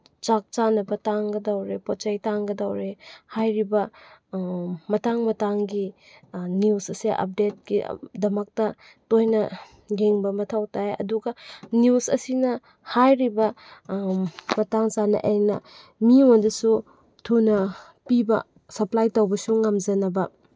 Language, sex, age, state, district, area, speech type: Manipuri, female, 18-30, Manipur, Chandel, rural, spontaneous